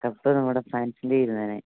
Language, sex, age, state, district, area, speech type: Malayalam, male, 18-30, Kerala, Idukki, rural, conversation